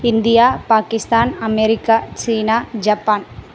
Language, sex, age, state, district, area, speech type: Tamil, female, 18-30, Tamil Nadu, Tiruvannamalai, rural, spontaneous